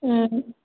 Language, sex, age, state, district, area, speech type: Manipuri, female, 30-45, Manipur, Kakching, rural, conversation